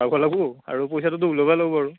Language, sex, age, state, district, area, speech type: Assamese, male, 18-30, Assam, Darrang, rural, conversation